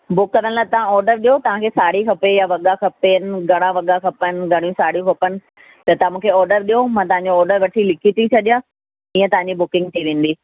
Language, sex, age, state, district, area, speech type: Sindhi, female, 45-60, Delhi, South Delhi, rural, conversation